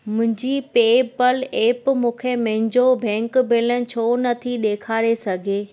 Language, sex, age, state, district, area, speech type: Sindhi, female, 30-45, Gujarat, Junagadh, rural, read